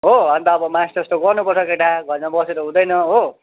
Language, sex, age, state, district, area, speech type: Nepali, male, 30-45, West Bengal, Jalpaiguri, urban, conversation